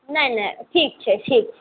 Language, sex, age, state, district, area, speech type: Maithili, male, 18-30, Bihar, Muzaffarpur, urban, conversation